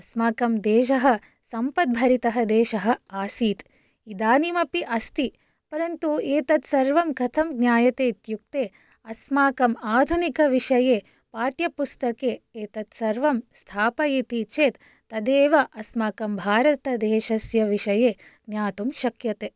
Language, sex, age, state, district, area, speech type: Sanskrit, female, 18-30, Karnataka, Shimoga, urban, spontaneous